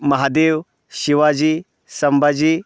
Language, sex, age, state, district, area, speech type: Marathi, male, 30-45, Maharashtra, Osmanabad, rural, spontaneous